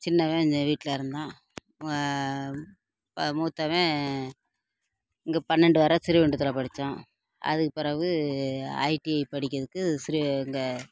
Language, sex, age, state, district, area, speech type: Tamil, female, 45-60, Tamil Nadu, Thoothukudi, rural, spontaneous